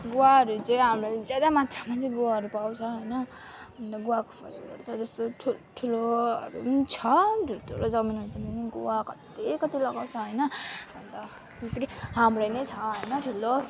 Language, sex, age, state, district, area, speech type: Nepali, female, 18-30, West Bengal, Alipurduar, rural, spontaneous